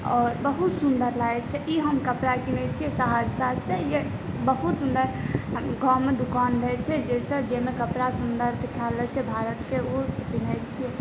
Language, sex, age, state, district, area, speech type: Maithili, female, 18-30, Bihar, Saharsa, rural, spontaneous